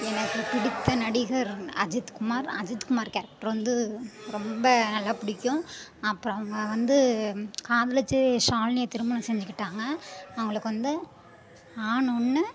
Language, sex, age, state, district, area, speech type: Tamil, female, 30-45, Tamil Nadu, Mayiladuthurai, urban, spontaneous